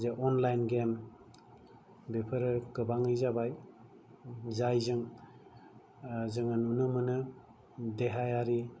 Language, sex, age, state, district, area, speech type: Bodo, male, 45-60, Assam, Kokrajhar, rural, spontaneous